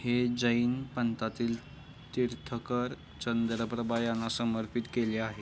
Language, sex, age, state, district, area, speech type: Marathi, male, 18-30, Maharashtra, Kolhapur, urban, read